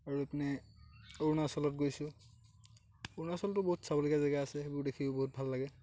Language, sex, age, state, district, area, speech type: Assamese, male, 18-30, Assam, Lakhimpur, rural, spontaneous